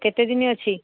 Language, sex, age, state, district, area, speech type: Odia, female, 45-60, Odisha, Angul, rural, conversation